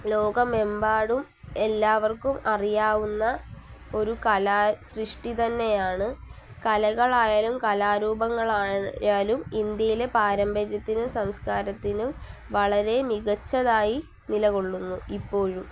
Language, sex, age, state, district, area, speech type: Malayalam, female, 18-30, Kerala, Palakkad, rural, spontaneous